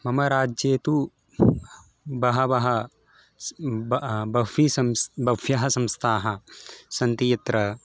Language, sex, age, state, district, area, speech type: Sanskrit, male, 18-30, Gujarat, Surat, urban, spontaneous